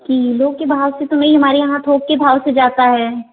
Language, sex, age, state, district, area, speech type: Hindi, female, 30-45, Uttar Pradesh, Varanasi, rural, conversation